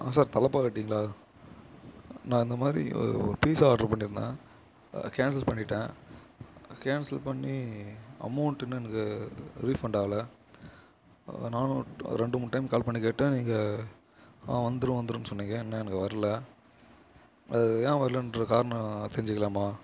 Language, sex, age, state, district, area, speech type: Tamil, male, 18-30, Tamil Nadu, Kallakurichi, rural, spontaneous